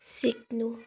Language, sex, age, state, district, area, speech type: Nepali, female, 18-30, West Bengal, Kalimpong, rural, read